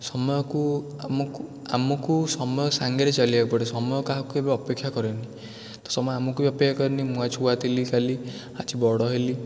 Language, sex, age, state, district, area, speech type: Odia, male, 18-30, Odisha, Dhenkanal, urban, spontaneous